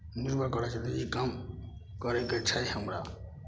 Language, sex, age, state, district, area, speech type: Maithili, male, 30-45, Bihar, Samastipur, rural, spontaneous